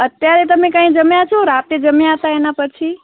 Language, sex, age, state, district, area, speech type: Gujarati, female, 18-30, Gujarat, Kutch, rural, conversation